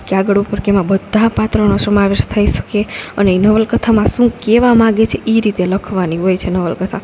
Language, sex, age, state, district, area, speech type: Gujarati, female, 18-30, Gujarat, Rajkot, rural, spontaneous